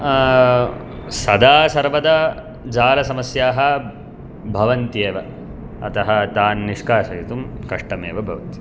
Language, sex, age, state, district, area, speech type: Sanskrit, male, 18-30, Karnataka, Bangalore Urban, urban, spontaneous